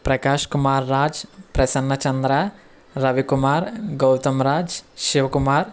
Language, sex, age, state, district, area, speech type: Telugu, male, 60+, Andhra Pradesh, Kakinada, rural, spontaneous